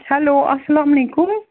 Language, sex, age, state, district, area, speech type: Kashmiri, female, 60+, Jammu and Kashmir, Srinagar, urban, conversation